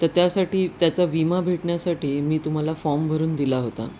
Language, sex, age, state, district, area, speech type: Marathi, female, 30-45, Maharashtra, Nanded, urban, spontaneous